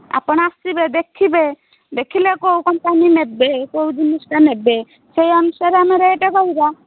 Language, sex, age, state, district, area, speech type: Odia, female, 30-45, Odisha, Nayagarh, rural, conversation